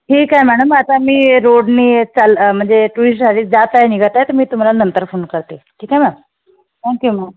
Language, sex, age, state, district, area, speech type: Marathi, female, 30-45, Maharashtra, Nagpur, urban, conversation